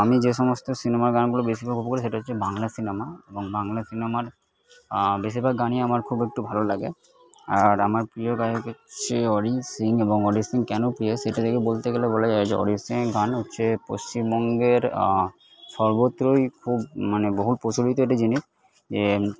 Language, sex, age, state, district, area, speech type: Bengali, male, 30-45, West Bengal, Purba Bardhaman, urban, spontaneous